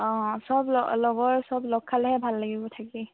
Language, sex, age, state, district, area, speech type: Assamese, female, 18-30, Assam, Dhemaji, urban, conversation